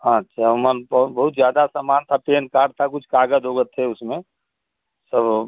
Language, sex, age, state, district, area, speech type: Hindi, male, 60+, Uttar Pradesh, Chandauli, rural, conversation